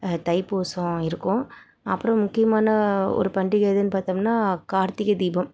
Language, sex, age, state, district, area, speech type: Tamil, female, 30-45, Tamil Nadu, Salem, rural, spontaneous